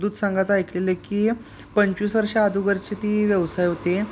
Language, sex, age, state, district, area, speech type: Marathi, male, 18-30, Maharashtra, Sangli, urban, spontaneous